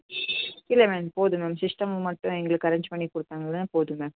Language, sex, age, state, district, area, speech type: Tamil, female, 30-45, Tamil Nadu, Nilgiris, urban, conversation